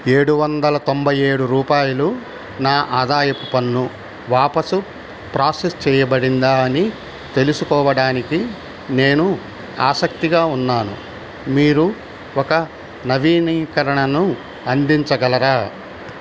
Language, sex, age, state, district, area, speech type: Telugu, male, 60+, Andhra Pradesh, Bapatla, urban, read